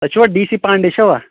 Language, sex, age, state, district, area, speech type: Kashmiri, male, 18-30, Jammu and Kashmir, Shopian, urban, conversation